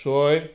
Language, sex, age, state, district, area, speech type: Assamese, male, 60+, Assam, Sivasagar, rural, spontaneous